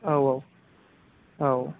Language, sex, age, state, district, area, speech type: Bodo, female, 30-45, Assam, Chirang, rural, conversation